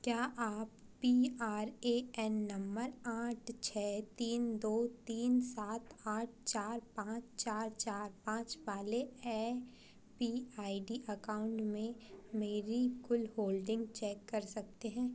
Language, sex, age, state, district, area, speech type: Hindi, female, 18-30, Madhya Pradesh, Chhindwara, urban, read